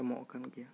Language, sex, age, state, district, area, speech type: Santali, male, 18-30, West Bengal, Bankura, rural, spontaneous